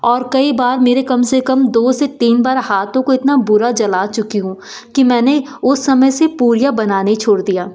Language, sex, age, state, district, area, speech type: Hindi, female, 30-45, Madhya Pradesh, Betul, urban, spontaneous